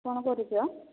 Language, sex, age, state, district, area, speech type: Odia, female, 45-60, Odisha, Angul, rural, conversation